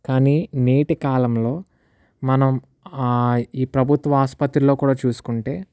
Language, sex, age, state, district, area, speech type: Telugu, male, 18-30, Andhra Pradesh, Kakinada, urban, spontaneous